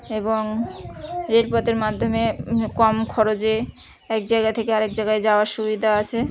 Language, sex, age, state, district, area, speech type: Bengali, female, 30-45, West Bengal, Birbhum, urban, spontaneous